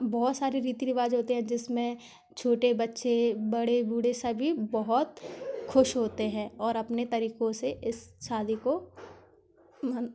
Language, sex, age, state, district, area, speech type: Hindi, female, 18-30, Madhya Pradesh, Gwalior, rural, spontaneous